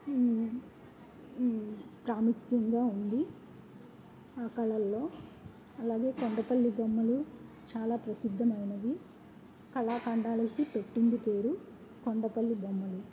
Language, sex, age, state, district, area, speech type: Telugu, female, 30-45, Andhra Pradesh, N T Rama Rao, urban, spontaneous